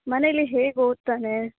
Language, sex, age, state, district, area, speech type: Kannada, female, 18-30, Karnataka, Davanagere, rural, conversation